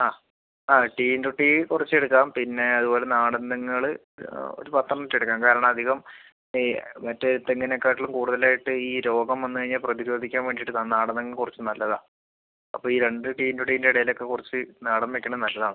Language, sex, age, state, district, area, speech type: Malayalam, male, 30-45, Kerala, Palakkad, rural, conversation